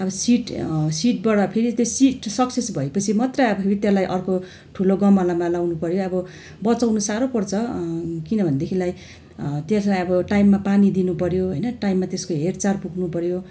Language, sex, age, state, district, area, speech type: Nepali, female, 45-60, West Bengal, Darjeeling, rural, spontaneous